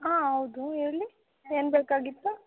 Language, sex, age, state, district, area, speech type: Kannada, female, 18-30, Karnataka, Chikkaballapur, rural, conversation